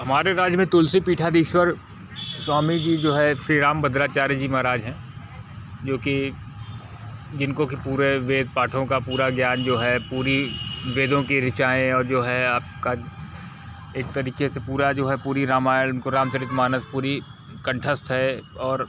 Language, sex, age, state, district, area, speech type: Hindi, male, 45-60, Uttar Pradesh, Mirzapur, urban, spontaneous